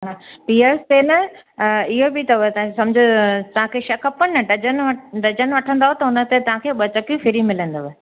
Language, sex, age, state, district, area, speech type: Sindhi, female, 60+, Maharashtra, Thane, urban, conversation